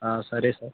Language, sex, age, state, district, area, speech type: Telugu, male, 18-30, Telangana, Bhadradri Kothagudem, urban, conversation